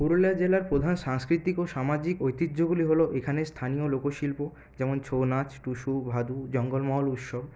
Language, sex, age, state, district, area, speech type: Bengali, male, 30-45, West Bengal, Purulia, urban, spontaneous